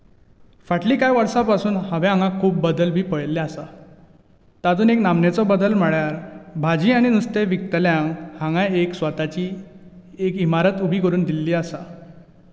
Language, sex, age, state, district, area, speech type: Goan Konkani, male, 18-30, Goa, Bardez, rural, spontaneous